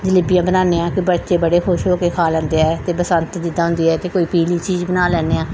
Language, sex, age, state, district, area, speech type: Punjabi, female, 45-60, Punjab, Pathankot, rural, spontaneous